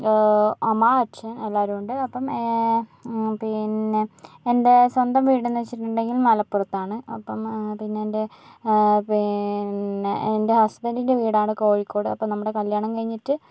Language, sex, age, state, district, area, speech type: Malayalam, other, 45-60, Kerala, Kozhikode, urban, spontaneous